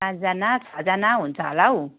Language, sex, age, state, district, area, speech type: Nepali, female, 60+, West Bengal, Kalimpong, rural, conversation